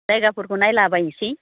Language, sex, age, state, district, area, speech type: Bodo, female, 45-60, Assam, Baksa, rural, conversation